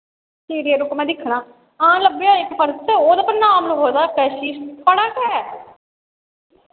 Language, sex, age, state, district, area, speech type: Dogri, female, 18-30, Jammu and Kashmir, Samba, rural, conversation